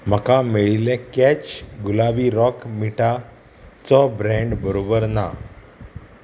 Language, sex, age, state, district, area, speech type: Goan Konkani, male, 30-45, Goa, Murmgao, rural, read